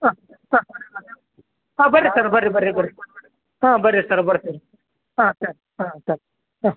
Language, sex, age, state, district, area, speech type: Kannada, male, 18-30, Karnataka, Bellary, urban, conversation